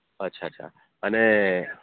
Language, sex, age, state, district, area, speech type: Gujarati, male, 30-45, Gujarat, Surat, urban, conversation